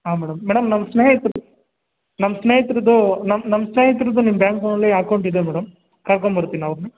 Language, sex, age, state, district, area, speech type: Kannada, male, 45-60, Karnataka, Kolar, rural, conversation